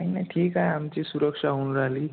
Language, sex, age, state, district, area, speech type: Marathi, male, 18-30, Maharashtra, Amravati, rural, conversation